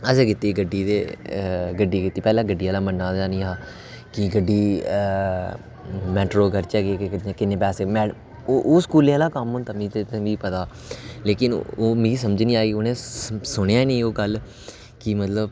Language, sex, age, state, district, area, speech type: Dogri, male, 18-30, Jammu and Kashmir, Reasi, rural, spontaneous